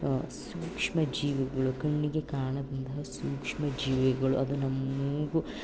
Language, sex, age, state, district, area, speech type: Kannada, female, 18-30, Karnataka, Chamarajanagar, rural, spontaneous